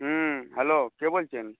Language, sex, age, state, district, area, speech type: Bengali, male, 18-30, West Bengal, Paschim Medinipur, urban, conversation